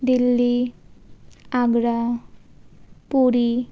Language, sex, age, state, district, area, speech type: Bengali, female, 18-30, West Bengal, Birbhum, urban, spontaneous